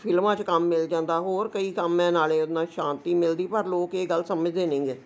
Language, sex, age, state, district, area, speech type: Punjabi, female, 60+, Punjab, Ludhiana, urban, spontaneous